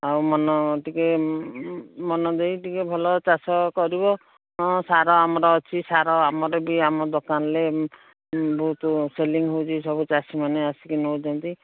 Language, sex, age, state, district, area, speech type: Odia, female, 60+, Odisha, Jharsuguda, rural, conversation